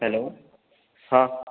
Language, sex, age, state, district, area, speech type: Maithili, male, 45-60, Bihar, Madhubani, urban, conversation